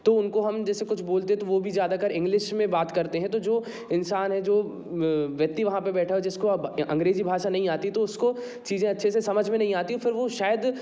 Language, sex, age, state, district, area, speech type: Hindi, male, 30-45, Madhya Pradesh, Jabalpur, urban, spontaneous